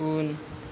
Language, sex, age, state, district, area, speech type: Bodo, female, 30-45, Assam, Chirang, rural, read